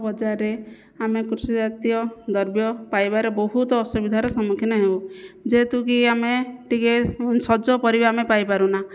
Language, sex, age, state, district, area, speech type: Odia, female, 45-60, Odisha, Jajpur, rural, spontaneous